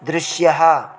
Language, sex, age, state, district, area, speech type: Sanskrit, male, 30-45, Telangana, Ranga Reddy, urban, read